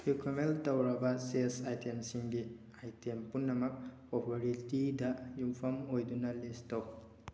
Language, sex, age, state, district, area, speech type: Manipuri, male, 18-30, Manipur, Thoubal, rural, read